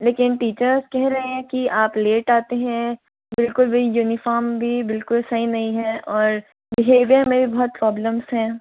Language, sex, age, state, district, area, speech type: Hindi, female, 30-45, Rajasthan, Jaipur, urban, conversation